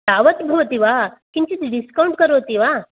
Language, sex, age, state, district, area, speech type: Sanskrit, female, 45-60, Karnataka, Dakshina Kannada, rural, conversation